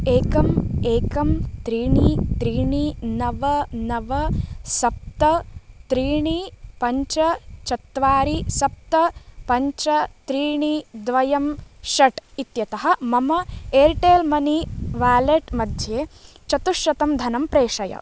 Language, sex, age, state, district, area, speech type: Sanskrit, female, 18-30, Karnataka, Uttara Kannada, rural, read